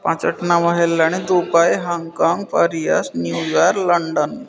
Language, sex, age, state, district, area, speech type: Odia, male, 30-45, Odisha, Malkangiri, urban, spontaneous